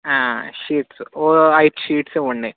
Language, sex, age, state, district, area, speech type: Telugu, male, 30-45, Andhra Pradesh, Kakinada, rural, conversation